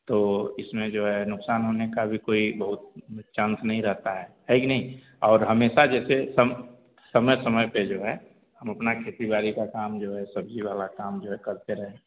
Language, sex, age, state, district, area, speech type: Hindi, male, 30-45, Uttar Pradesh, Azamgarh, rural, conversation